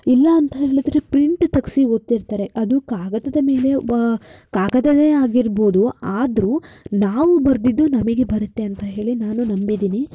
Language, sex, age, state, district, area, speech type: Kannada, female, 18-30, Karnataka, Shimoga, urban, spontaneous